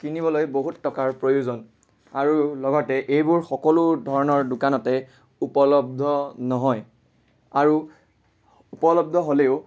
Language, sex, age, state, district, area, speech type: Assamese, male, 30-45, Assam, Nagaon, rural, spontaneous